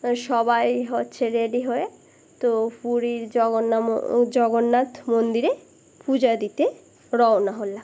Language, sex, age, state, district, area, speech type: Bengali, female, 18-30, West Bengal, Birbhum, urban, spontaneous